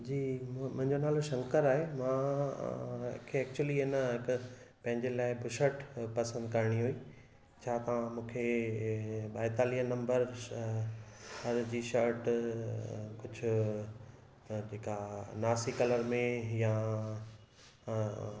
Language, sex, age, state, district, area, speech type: Sindhi, male, 30-45, Gujarat, Kutch, urban, spontaneous